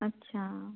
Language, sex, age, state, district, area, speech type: Hindi, female, 18-30, Bihar, Samastipur, urban, conversation